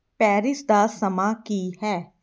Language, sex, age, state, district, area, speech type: Punjabi, female, 30-45, Punjab, Amritsar, urban, read